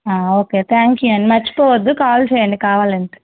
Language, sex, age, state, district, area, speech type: Telugu, female, 18-30, Andhra Pradesh, Krishna, urban, conversation